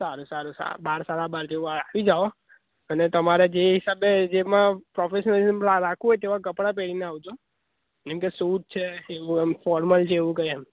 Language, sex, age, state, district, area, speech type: Gujarati, male, 18-30, Gujarat, Surat, urban, conversation